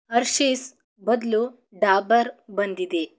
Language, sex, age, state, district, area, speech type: Kannada, female, 18-30, Karnataka, Davanagere, rural, read